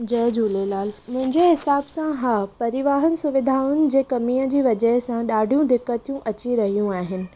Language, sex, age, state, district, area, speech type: Sindhi, female, 18-30, Maharashtra, Mumbai Suburban, rural, spontaneous